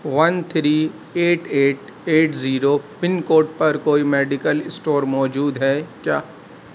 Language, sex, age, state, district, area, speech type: Urdu, male, 30-45, Delhi, Central Delhi, urban, read